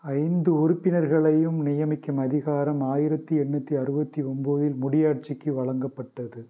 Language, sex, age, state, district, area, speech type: Tamil, male, 30-45, Tamil Nadu, Pudukkottai, rural, read